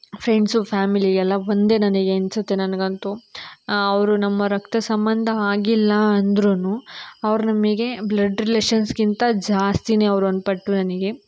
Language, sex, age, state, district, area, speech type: Kannada, female, 18-30, Karnataka, Tumkur, urban, spontaneous